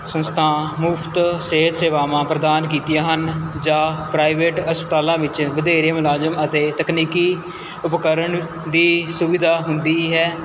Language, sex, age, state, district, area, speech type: Punjabi, male, 18-30, Punjab, Mohali, rural, spontaneous